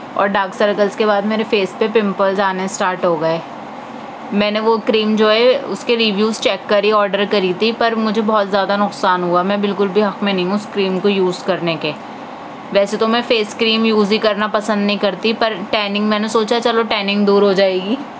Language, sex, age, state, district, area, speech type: Urdu, female, 18-30, Delhi, South Delhi, urban, spontaneous